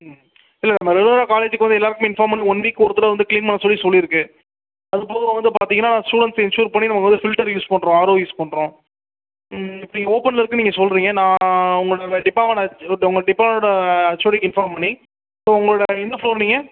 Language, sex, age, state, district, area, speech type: Tamil, male, 18-30, Tamil Nadu, Sivaganga, rural, conversation